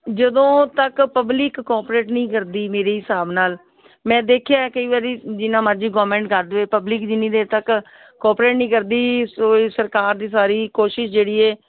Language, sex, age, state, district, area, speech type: Punjabi, female, 60+, Punjab, Fazilka, rural, conversation